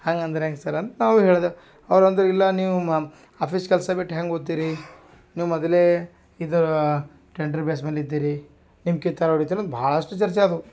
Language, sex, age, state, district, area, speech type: Kannada, male, 30-45, Karnataka, Gulbarga, urban, spontaneous